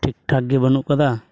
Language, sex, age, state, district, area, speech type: Santali, male, 18-30, Jharkhand, Pakur, rural, spontaneous